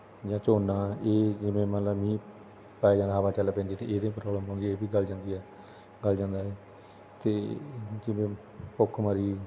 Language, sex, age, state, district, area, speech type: Punjabi, male, 30-45, Punjab, Bathinda, rural, spontaneous